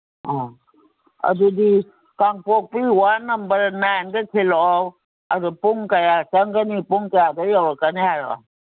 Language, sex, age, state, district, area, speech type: Manipuri, female, 60+, Manipur, Kangpokpi, urban, conversation